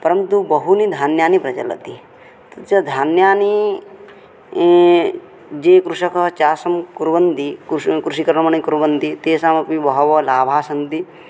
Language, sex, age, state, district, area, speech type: Sanskrit, male, 18-30, Odisha, Bargarh, rural, spontaneous